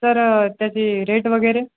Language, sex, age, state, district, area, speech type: Marathi, male, 18-30, Maharashtra, Jalna, urban, conversation